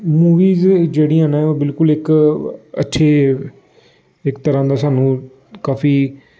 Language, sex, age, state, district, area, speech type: Dogri, male, 18-30, Jammu and Kashmir, Samba, urban, spontaneous